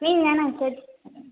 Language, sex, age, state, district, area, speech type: Tamil, female, 18-30, Tamil Nadu, Theni, rural, conversation